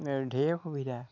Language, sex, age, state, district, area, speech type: Assamese, male, 60+, Assam, Dhemaji, rural, spontaneous